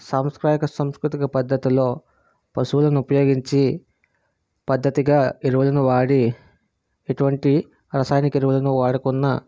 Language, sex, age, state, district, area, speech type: Telugu, male, 60+, Andhra Pradesh, Vizianagaram, rural, spontaneous